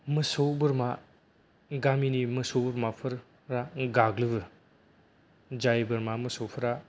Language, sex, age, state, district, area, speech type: Bodo, male, 18-30, Assam, Kokrajhar, rural, spontaneous